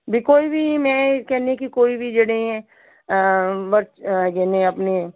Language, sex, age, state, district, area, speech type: Punjabi, female, 60+, Punjab, Fazilka, rural, conversation